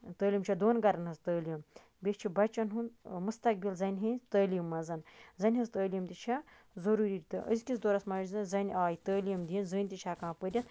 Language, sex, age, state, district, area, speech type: Kashmiri, female, 30-45, Jammu and Kashmir, Baramulla, rural, spontaneous